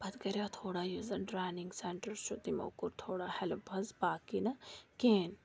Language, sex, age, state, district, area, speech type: Kashmiri, female, 18-30, Jammu and Kashmir, Bandipora, rural, spontaneous